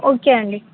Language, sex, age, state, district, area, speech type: Telugu, female, 18-30, Telangana, Vikarabad, rural, conversation